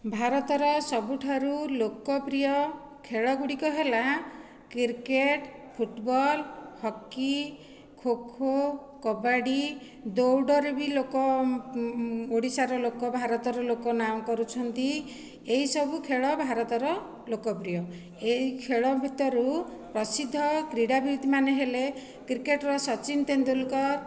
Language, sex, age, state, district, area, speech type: Odia, female, 45-60, Odisha, Dhenkanal, rural, spontaneous